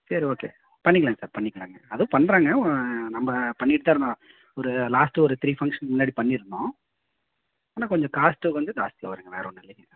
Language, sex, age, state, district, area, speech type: Tamil, male, 30-45, Tamil Nadu, Virudhunagar, rural, conversation